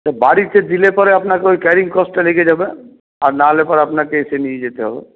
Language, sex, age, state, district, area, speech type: Bengali, male, 60+, West Bengal, Purulia, rural, conversation